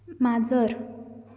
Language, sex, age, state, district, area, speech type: Goan Konkani, female, 18-30, Goa, Canacona, rural, read